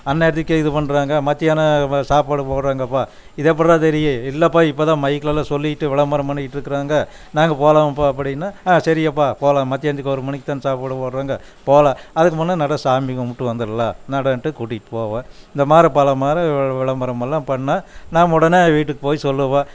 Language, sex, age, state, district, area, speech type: Tamil, male, 60+, Tamil Nadu, Coimbatore, rural, spontaneous